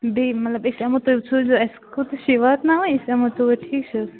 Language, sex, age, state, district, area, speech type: Kashmiri, female, 18-30, Jammu and Kashmir, Bandipora, rural, conversation